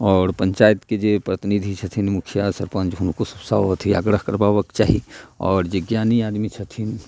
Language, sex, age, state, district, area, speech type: Maithili, male, 30-45, Bihar, Muzaffarpur, rural, spontaneous